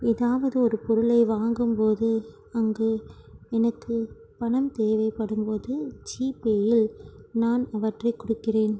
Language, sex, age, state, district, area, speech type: Tamil, female, 18-30, Tamil Nadu, Ranipet, urban, spontaneous